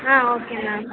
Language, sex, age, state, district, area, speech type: Tamil, female, 18-30, Tamil Nadu, Sivaganga, rural, conversation